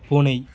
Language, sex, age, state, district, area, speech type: Tamil, male, 18-30, Tamil Nadu, Thoothukudi, rural, read